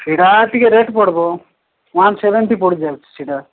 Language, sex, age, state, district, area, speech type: Odia, male, 45-60, Odisha, Nabarangpur, rural, conversation